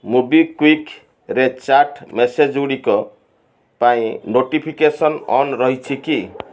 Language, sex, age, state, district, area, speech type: Odia, male, 60+, Odisha, Balasore, rural, read